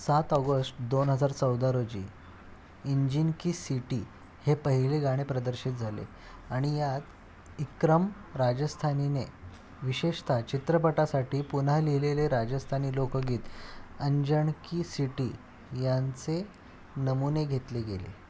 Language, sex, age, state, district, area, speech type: Marathi, male, 30-45, Maharashtra, Ratnagiri, urban, read